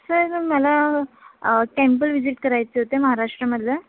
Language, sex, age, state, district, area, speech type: Marathi, female, 45-60, Maharashtra, Nagpur, urban, conversation